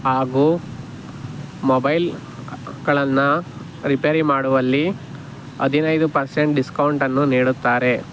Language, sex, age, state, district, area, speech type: Kannada, male, 18-30, Karnataka, Tumkur, rural, spontaneous